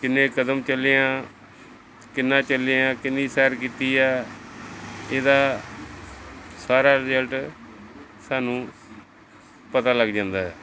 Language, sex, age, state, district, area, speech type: Punjabi, male, 60+, Punjab, Pathankot, urban, spontaneous